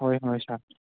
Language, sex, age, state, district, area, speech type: Manipuri, male, 30-45, Manipur, Churachandpur, rural, conversation